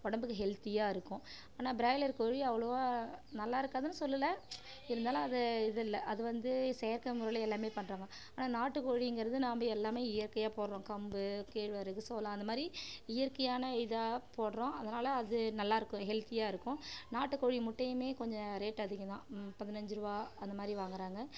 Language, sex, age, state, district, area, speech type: Tamil, female, 30-45, Tamil Nadu, Kallakurichi, rural, spontaneous